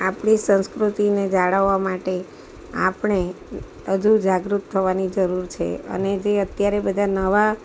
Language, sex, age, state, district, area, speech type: Gujarati, female, 45-60, Gujarat, Valsad, rural, spontaneous